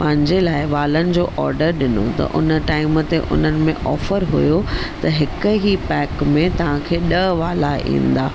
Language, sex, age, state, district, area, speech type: Sindhi, female, 30-45, Maharashtra, Thane, urban, spontaneous